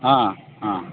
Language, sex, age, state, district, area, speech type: Kannada, male, 45-60, Karnataka, Bellary, rural, conversation